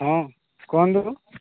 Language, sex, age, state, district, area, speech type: Odia, male, 45-60, Odisha, Nuapada, urban, conversation